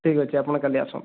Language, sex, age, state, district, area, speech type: Odia, male, 18-30, Odisha, Dhenkanal, rural, conversation